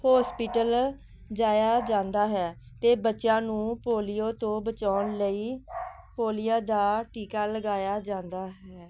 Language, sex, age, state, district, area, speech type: Punjabi, female, 45-60, Punjab, Hoshiarpur, rural, spontaneous